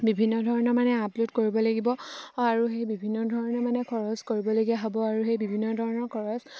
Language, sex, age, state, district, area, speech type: Assamese, female, 18-30, Assam, Sivasagar, rural, spontaneous